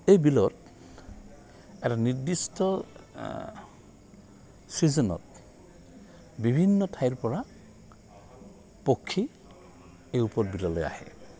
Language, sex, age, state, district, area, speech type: Assamese, male, 60+, Assam, Goalpara, urban, spontaneous